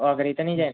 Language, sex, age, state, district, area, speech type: Gujarati, male, 18-30, Gujarat, Kheda, rural, conversation